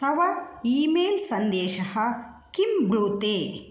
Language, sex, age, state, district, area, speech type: Sanskrit, female, 45-60, Kerala, Kasaragod, rural, read